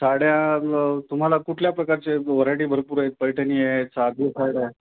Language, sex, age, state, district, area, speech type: Marathi, male, 45-60, Maharashtra, Nanded, rural, conversation